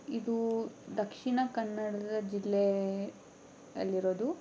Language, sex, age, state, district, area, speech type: Kannada, female, 18-30, Karnataka, Tumkur, rural, spontaneous